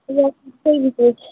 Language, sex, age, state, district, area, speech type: Hindi, female, 30-45, Uttar Pradesh, Sonbhadra, rural, conversation